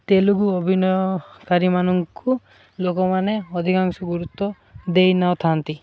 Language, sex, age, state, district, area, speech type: Odia, male, 18-30, Odisha, Malkangiri, urban, spontaneous